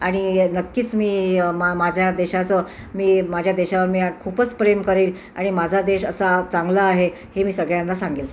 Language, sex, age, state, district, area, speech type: Marathi, female, 30-45, Maharashtra, Amravati, urban, spontaneous